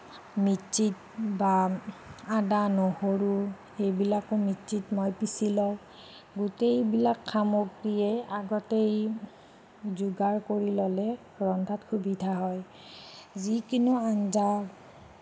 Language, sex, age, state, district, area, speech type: Assamese, female, 30-45, Assam, Nagaon, urban, spontaneous